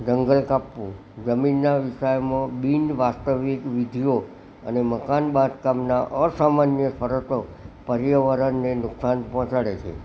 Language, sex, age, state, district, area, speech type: Gujarati, male, 60+, Gujarat, Kheda, rural, spontaneous